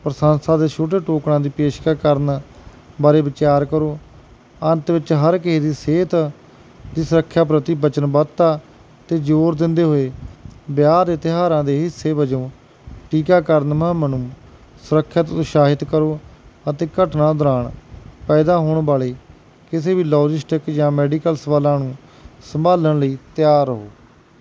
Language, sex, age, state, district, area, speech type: Punjabi, male, 30-45, Punjab, Barnala, urban, spontaneous